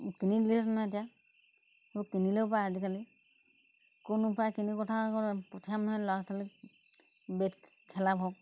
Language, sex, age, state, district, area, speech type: Assamese, female, 60+, Assam, Golaghat, rural, spontaneous